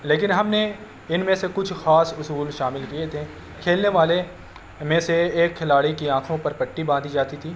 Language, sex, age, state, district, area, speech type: Urdu, male, 18-30, Uttar Pradesh, Azamgarh, urban, spontaneous